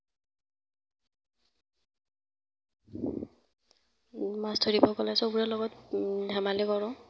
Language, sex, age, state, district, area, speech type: Assamese, female, 18-30, Assam, Darrang, rural, spontaneous